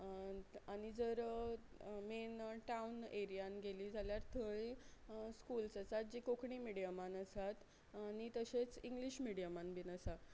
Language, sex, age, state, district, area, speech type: Goan Konkani, female, 30-45, Goa, Quepem, rural, spontaneous